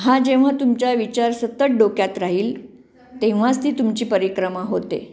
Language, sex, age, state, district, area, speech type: Marathi, female, 45-60, Maharashtra, Pune, urban, spontaneous